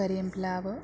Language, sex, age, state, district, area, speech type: Malayalam, female, 30-45, Kerala, Pathanamthitta, rural, spontaneous